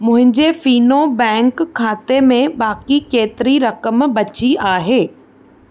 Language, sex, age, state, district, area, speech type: Sindhi, female, 18-30, Maharashtra, Thane, urban, read